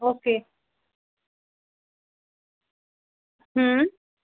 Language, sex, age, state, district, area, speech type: Gujarati, male, 18-30, Gujarat, Kutch, rural, conversation